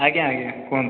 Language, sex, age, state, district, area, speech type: Odia, male, 30-45, Odisha, Khordha, rural, conversation